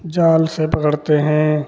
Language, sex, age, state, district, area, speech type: Hindi, male, 45-60, Uttar Pradesh, Hardoi, rural, spontaneous